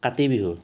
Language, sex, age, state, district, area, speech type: Assamese, male, 18-30, Assam, Tinsukia, urban, spontaneous